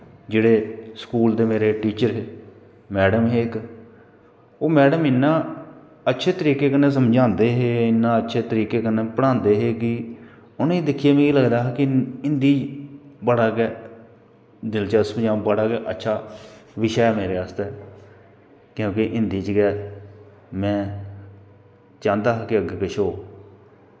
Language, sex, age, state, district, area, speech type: Dogri, male, 30-45, Jammu and Kashmir, Kathua, rural, spontaneous